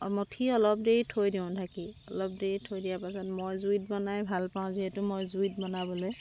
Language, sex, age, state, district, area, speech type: Assamese, female, 30-45, Assam, Sivasagar, rural, spontaneous